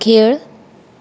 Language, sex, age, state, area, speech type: Goan Konkani, female, 30-45, Goa, rural, read